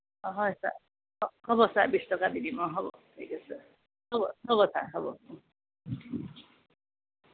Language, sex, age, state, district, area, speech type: Assamese, female, 45-60, Assam, Tinsukia, rural, conversation